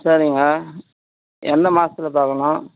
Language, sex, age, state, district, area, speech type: Tamil, male, 60+, Tamil Nadu, Vellore, rural, conversation